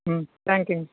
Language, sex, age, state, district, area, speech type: Tamil, female, 60+, Tamil Nadu, Kallakurichi, rural, conversation